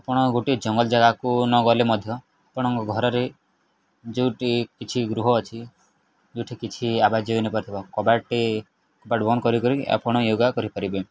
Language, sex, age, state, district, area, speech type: Odia, male, 18-30, Odisha, Nuapada, urban, spontaneous